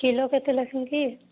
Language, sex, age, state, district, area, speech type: Odia, female, 30-45, Odisha, Boudh, rural, conversation